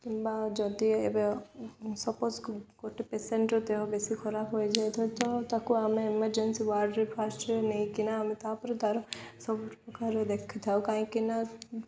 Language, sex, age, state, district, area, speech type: Odia, female, 18-30, Odisha, Koraput, urban, spontaneous